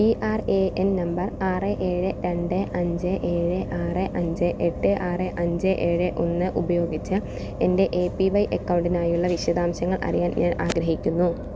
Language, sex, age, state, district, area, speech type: Malayalam, female, 18-30, Kerala, Palakkad, rural, read